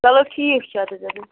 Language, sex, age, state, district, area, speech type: Kashmiri, female, 18-30, Jammu and Kashmir, Bandipora, rural, conversation